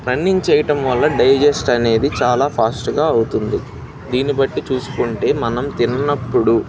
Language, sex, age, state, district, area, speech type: Telugu, male, 18-30, Andhra Pradesh, Bapatla, rural, spontaneous